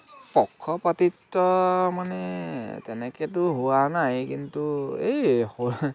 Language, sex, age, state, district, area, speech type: Assamese, male, 45-60, Assam, Kamrup Metropolitan, urban, spontaneous